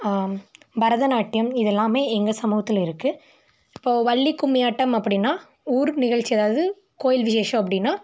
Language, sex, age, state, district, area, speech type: Tamil, female, 18-30, Tamil Nadu, Tiruppur, rural, spontaneous